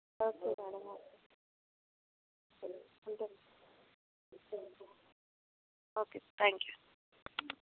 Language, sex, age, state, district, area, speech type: Telugu, female, 18-30, Andhra Pradesh, Anakapalli, urban, conversation